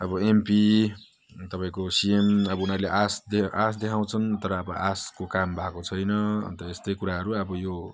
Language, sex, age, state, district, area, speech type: Nepali, male, 30-45, West Bengal, Jalpaiguri, urban, spontaneous